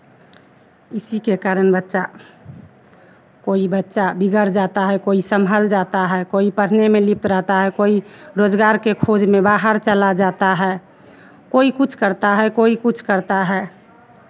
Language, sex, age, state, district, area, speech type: Hindi, female, 60+, Bihar, Begusarai, rural, spontaneous